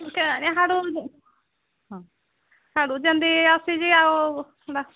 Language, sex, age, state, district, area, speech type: Odia, female, 45-60, Odisha, Sambalpur, rural, conversation